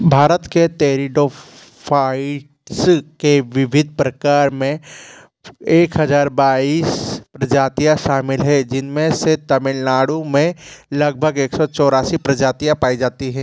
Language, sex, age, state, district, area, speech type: Hindi, male, 30-45, Madhya Pradesh, Bhopal, urban, read